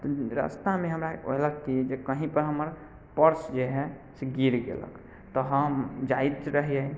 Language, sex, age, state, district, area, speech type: Maithili, male, 18-30, Bihar, Muzaffarpur, rural, spontaneous